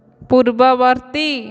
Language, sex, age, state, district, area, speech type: Odia, female, 18-30, Odisha, Dhenkanal, rural, read